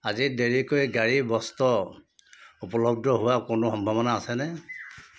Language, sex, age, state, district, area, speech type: Assamese, male, 45-60, Assam, Sivasagar, rural, read